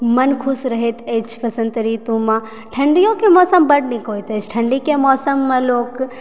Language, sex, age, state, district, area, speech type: Maithili, female, 18-30, Bihar, Supaul, rural, spontaneous